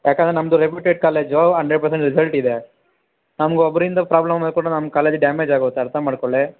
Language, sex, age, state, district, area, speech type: Kannada, male, 18-30, Karnataka, Kolar, rural, conversation